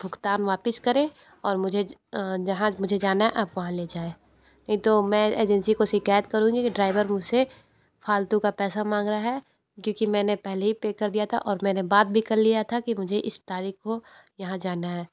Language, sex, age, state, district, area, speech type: Hindi, female, 18-30, Uttar Pradesh, Sonbhadra, rural, spontaneous